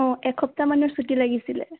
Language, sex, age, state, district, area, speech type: Assamese, female, 18-30, Assam, Biswanath, rural, conversation